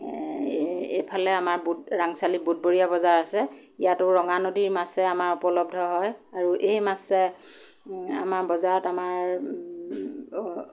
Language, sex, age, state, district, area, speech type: Assamese, female, 45-60, Assam, Lakhimpur, rural, spontaneous